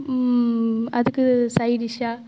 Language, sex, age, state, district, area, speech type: Tamil, female, 45-60, Tamil Nadu, Thanjavur, rural, spontaneous